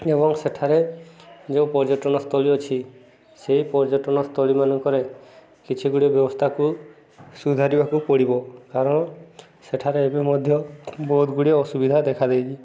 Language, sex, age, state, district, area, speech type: Odia, male, 18-30, Odisha, Subarnapur, urban, spontaneous